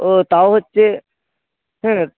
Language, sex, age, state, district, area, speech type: Bengali, male, 45-60, West Bengal, South 24 Parganas, rural, conversation